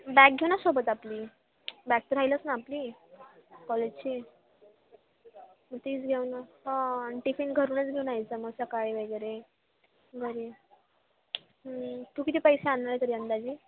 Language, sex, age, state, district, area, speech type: Marathi, female, 18-30, Maharashtra, Nashik, urban, conversation